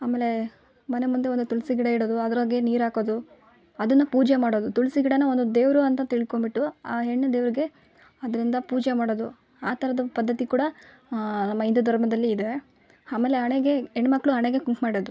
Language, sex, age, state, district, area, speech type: Kannada, female, 18-30, Karnataka, Vijayanagara, rural, spontaneous